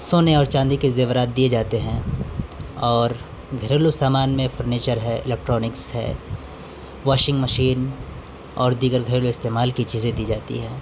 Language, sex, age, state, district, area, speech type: Urdu, male, 18-30, Delhi, North West Delhi, urban, spontaneous